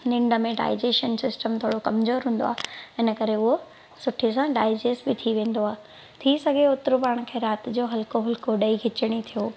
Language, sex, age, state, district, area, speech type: Sindhi, female, 30-45, Gujarat, Surat, urban, spontaneous